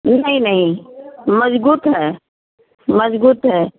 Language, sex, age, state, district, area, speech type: Hindi, female, 45-60, Uttar Pradesh, Chandauli, rural, conversation